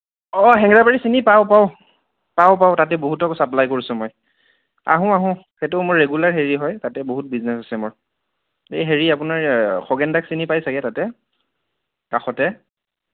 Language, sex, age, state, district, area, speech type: Assamese, male, 30-45, Assam, Kamrup Metropolitan, urban, conversation